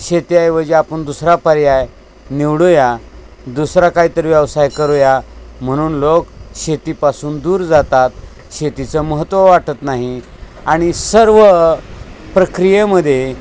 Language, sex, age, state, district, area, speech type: Marathi, male, 60+, Maharashtra, Osmanabad, rural, spontaneous